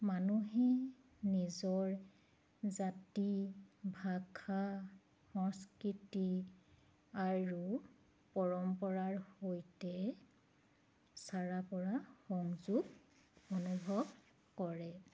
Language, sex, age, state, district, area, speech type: Assamese, female, 45-60, Assam, Charaideo, urban, spontaneous